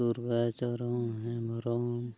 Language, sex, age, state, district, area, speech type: Santali, male, 45-60, Odisha, Mayurbhanj, rural, spontaneous